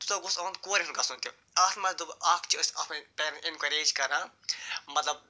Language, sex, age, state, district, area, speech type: Kashmiri, male, 45-60, Jammu and Kashmir, Budgam, rural, spontaneous